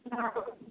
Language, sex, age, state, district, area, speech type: Hindi, female, 30-45, Uttar Pradesh, Ghazipur, rural, conversation